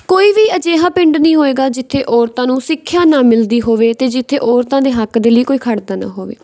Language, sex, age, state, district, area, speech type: Punjabi, female, 18-30, Punjab, Patiala, rural, spontaneous